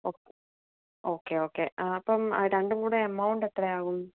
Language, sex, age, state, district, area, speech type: Malayalam, female, 18-30, Kerala, Alappuzha, rural, conversation